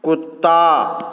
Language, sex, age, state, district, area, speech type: Maithili, male, 45-60, Bihar, Saharsa, urban, read